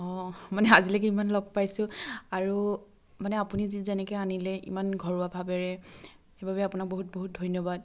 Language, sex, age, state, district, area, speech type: Assamese, female, 30-45, Assam, Charaideo, rural, spontaneous